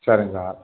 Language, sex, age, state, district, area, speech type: Tamil, male, 60+, Tamil Nadu, Perambalur, urban, conversation